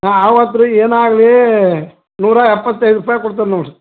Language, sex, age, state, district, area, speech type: Kannada, male, 45-60, Karnataka, Belgaum, rural, conversation